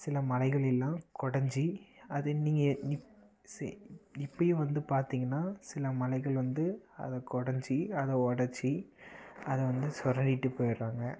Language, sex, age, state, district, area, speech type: Tamil, male, 18-30, Tamil Nadu, Namakkal, rural, spontaneous